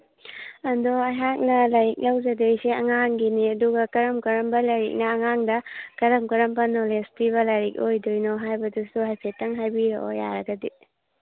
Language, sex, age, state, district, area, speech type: Manipuri, female, 30-45, Manipur, Churachandpur, urban, conversation